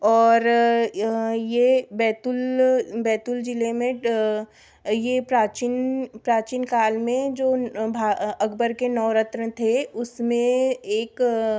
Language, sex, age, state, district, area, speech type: Hindi, female, 18-30, Madhya Pradesh, Betul, urban, spontaneous